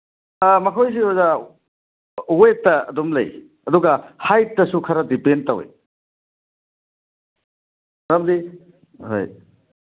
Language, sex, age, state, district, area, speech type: Manipuri, male, 60+, Manipur, Churachandpur, urban, conversation